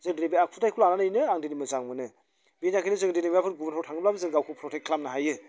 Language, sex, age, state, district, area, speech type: Bodo, male, 45-60, Assam, Chirang, rural, spontaneous